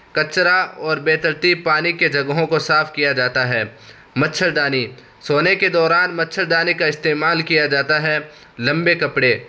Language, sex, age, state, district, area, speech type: Urdu, male, 18-30, Uttar Pradesh, Saharanpur, urban, spontaneous